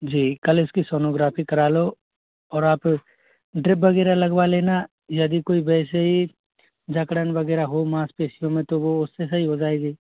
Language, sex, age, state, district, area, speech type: Hindi, male, 18-30, Rajasthan, Jodhpur, rural, conversation